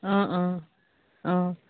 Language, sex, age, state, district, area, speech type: Assamese, female, 30-45, Assam, Sivasagar, rural, conversation